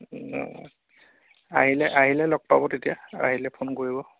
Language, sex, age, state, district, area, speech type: Assamese, male, 30-45, Assam, Majuli, urban, conversation